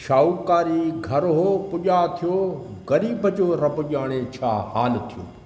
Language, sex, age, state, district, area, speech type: Sindhi, male, 60+, Maharashtra, Thane, urban, spontaneous